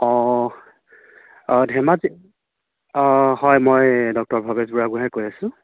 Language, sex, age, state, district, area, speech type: Assamese, male, 45-60, Assam, Dhemaji, rural, conversation